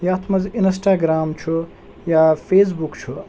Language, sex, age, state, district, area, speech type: Kashmiri, male, 18-30, Jammu and Kashmir, Srinagar, urban, spontaneous